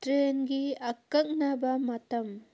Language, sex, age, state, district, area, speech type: Manipuri, female, 30-45, Manipur, Kangpokpi, urban, read